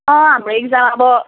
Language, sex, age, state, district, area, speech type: Nepali, female, 18-30, West Bengal, Jalpaiguri, rural, conversation